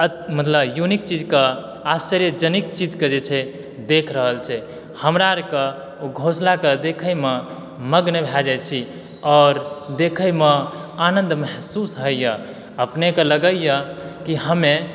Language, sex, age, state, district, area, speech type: Maithili, male, 18-30, Bihar, Supaul, rural, spontaneous